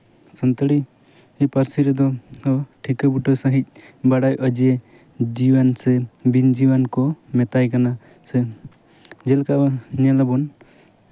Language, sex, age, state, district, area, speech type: Santali, male, 18-30, West Bengal, Jhargram, rural, spontaneous